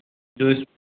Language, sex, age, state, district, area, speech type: Hindi, male, 18-30, Madhya Pradesh, Gwalior, urban, conversation